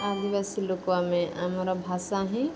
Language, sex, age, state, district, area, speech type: Odia, female, 18-30, Odisha, Koraput, urban, spontaneous